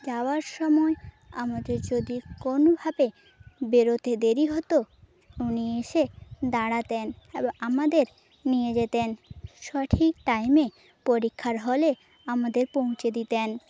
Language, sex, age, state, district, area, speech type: Bengali, female, 18-30, West Bengal, Jhargram, rural, spontaneous